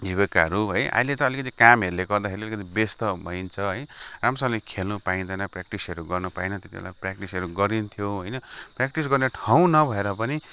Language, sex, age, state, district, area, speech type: Nepali, male, 45-60, West Bengal, Kalimpong, rural, spontaneous